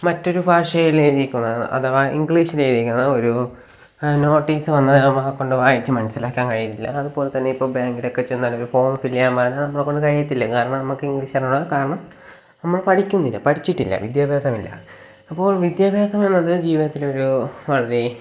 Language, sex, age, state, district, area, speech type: Malayalam, male, 18-30, Kerala, Kollam, rural, spontaneous